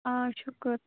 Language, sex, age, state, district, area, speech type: Kashmiri, female, 18-30, Jammu and Kashmir, Ganderbal, rural, conversation